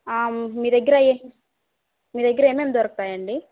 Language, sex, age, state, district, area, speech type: Telugu, female, 18-30, Andhra Pradesh, Kadapa, rural, conversation